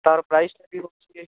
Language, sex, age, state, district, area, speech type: Odia, male, 18-30, Odisha, Bhadrak, rural, conversation